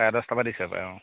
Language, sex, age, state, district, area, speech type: Assamese, male, 30-45, Assam, Jorhat, rural, conversation